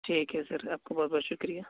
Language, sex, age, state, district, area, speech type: Urdu, male, 18-30, Uttar Pradesh, Saharanpur, urban, conversation